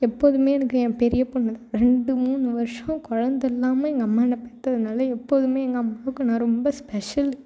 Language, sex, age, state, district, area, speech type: Tamil, female, 18-30, Tamil Nadu, Thoothukudi, rural, spontaneous